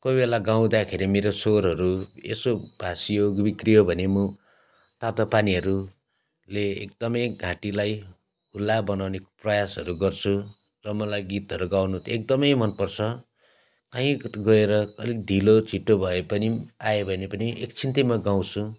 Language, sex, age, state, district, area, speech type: Nepali, male, 30-45, West Bengal, Darjeeling, rural, spontaneous